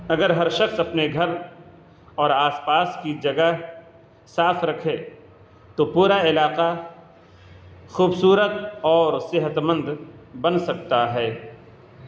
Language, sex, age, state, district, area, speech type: Urdu, male, 45-60, Bihar, Gaya, urban, spontaneous